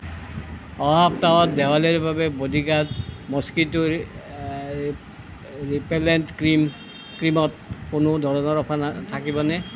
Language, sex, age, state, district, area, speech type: Assamese, male, 60+, Assam, Nalbari, rural, read